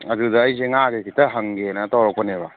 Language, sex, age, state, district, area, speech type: Manipuri, male, 30-45, Manipur, Kangpokpi, urban, conversation